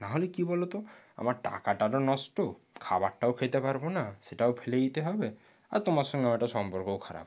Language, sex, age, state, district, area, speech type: Bengali, male, 60+, West Bengal, Nadia, rural, spontaneous